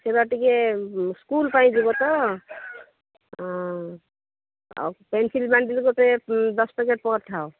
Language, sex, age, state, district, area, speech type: Odia, female, 45-60, Odisha, Malkangiri, urban, conversation